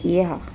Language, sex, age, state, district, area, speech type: Sindhi, female, 60+, Uttar Pradesh, Lucknow, rural, spontaneous